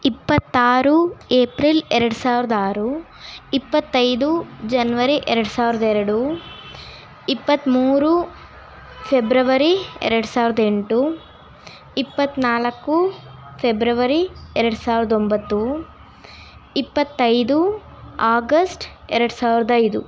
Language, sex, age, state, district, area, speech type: Kannada, other, 18-30, Karnataka, Bangalore Urban, urban, spontaneous